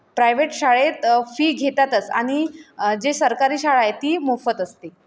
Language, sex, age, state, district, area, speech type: Marathi, female, 30-45, Maharashtra, Nagpur, rural, spontaneous